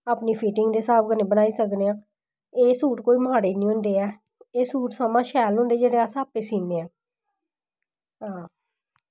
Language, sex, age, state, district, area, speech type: Dogri, female, 30-45, Jammu and Kashmir, Samba, urban, spontaneous